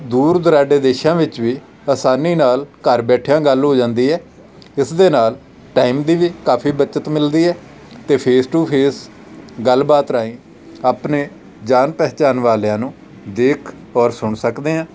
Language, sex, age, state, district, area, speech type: Punjabi, male, 45-60, Punjab, Amritsar, rural, spontaneous